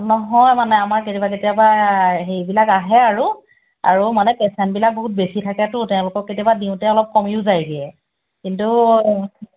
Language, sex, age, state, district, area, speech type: Assamese, female, 45-60, Assam, Golaghat, urban, conversation